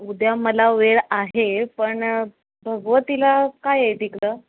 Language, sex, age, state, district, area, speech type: Marathi, female, 18-30, Maharashtra, Ratnagiri, rural, conversation